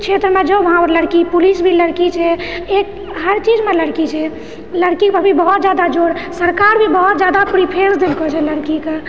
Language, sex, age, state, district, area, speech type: Maithili, female, 30-45, Bihar, Purnia, rural, spontaneous